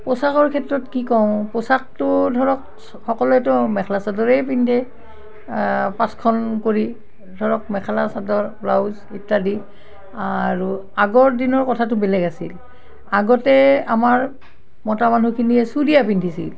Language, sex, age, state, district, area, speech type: Assamese, female, 60+, Assam, Barpeta, rural, spontaneous